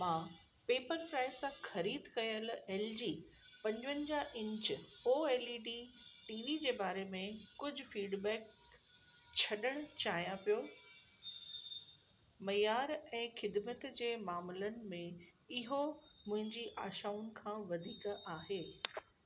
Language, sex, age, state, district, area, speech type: Sindhi, female, 45-60, Gujarat, Kutch, urban, read